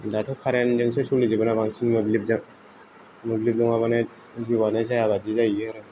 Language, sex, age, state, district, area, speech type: Bodo, male, 18-30, Assam, Kokrajhar, rural, spontaneous